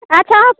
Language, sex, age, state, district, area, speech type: Maithili, female, 18-30, Bihar, Saharsa, rural, conversation